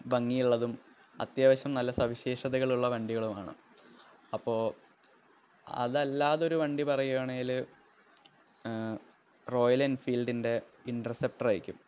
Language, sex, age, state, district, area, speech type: Malayalam, male, 18-30, Kerala, Thrissur, urban, spontaneous